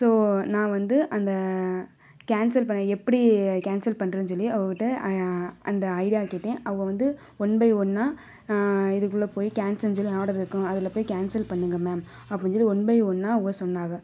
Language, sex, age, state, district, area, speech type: Tamil, female, 18-30, Tamil Nadu, Sivaganga, rural, spontaneous